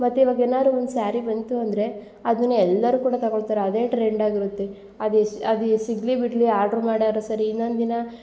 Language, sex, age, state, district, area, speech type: Kannada, female, 18-30, Karnataka, Hassan, rural, spontaneous